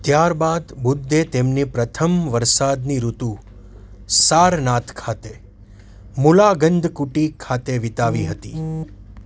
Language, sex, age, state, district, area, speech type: Gujarati, male, 30-45, Gujarat, Surat, urban, read